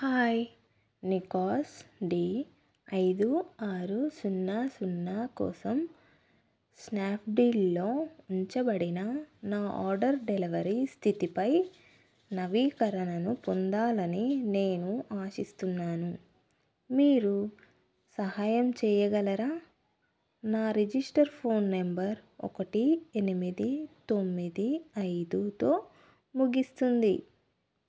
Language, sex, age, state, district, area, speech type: Telugu, female, 30-45, Telangana, Adilabad, rural, read